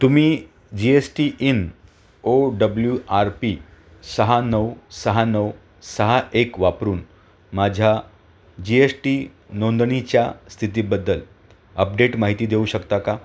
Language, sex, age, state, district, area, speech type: Marathi, male, 45-60, Maharashtra, Thane, rural, read